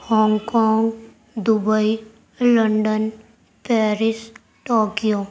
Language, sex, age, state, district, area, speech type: Urdu, female, 45-60, Delhi, Central Delhi, urban, spontaneous